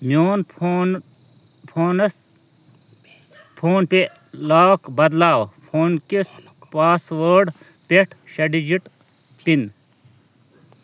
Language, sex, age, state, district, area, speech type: Kashmiri, male, 30-45, Jammu and Kashmir, Ganderbal, rural, read